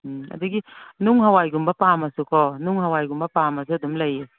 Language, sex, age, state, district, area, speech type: Manipuri, female, 60+, Manipur, Imphal East, rural, conversation